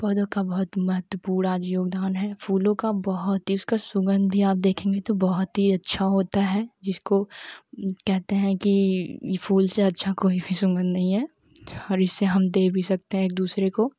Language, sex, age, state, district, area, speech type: Hindi, female, 18-30, Uttar Pradesh, Jaunpur, rural, spontaneous